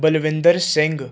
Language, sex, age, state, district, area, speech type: Punjabi, male, 18-30, Punjab, Pathankot, urban, spontaneous